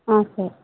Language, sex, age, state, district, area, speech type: Tamil, female, 30-45, Tamil Nadu, Tirupattur, rural, conversation